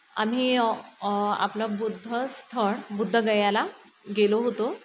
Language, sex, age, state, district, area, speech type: Marathi, female, 30-45, Maharashtra, Nagpur, rural, spontaneous